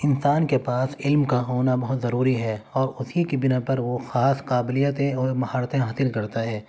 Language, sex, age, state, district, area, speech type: Urdu, male, 18-30, Delhi, Central Delhi, urban, spontaneous